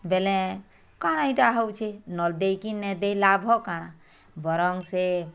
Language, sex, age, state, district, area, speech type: Odia, female, 60+, Odisha, Bargarh, rural, spontaneous